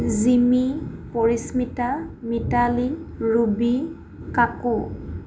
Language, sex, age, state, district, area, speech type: Assamese, female, 18-30, Assam, Jorhat, urban, spontaneous